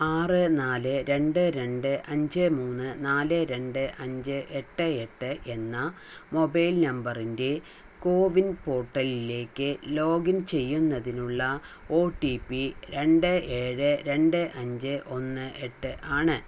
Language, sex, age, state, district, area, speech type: Malayalam, female, 60+, Kerala, Palakkad, rural, read